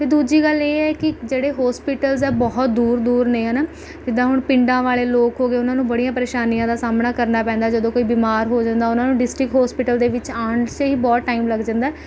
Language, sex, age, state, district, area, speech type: Punjabi, female, 18-30, Punjab, Rupnagar, rural, spontaneous